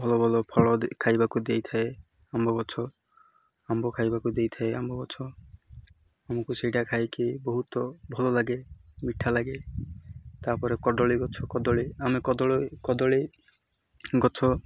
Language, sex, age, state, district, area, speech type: Odia, male, 18-30, Odisha, Malkangiri, rural, spontaneous